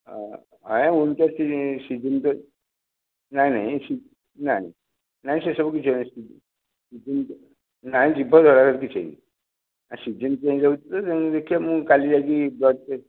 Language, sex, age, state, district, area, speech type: Odia, male, 60+, Odisha, Nayagarh, rural, conversation